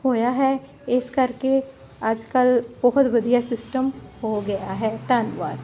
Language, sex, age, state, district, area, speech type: Punjabi, female, 45-60, Punjab, Jalandhar, urban, spontaneous